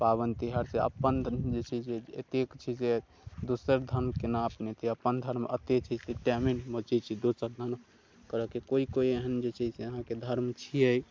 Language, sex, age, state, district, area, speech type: Maithili, male, 30-45, Bihar, Muzaffarpur, urban, spontaneous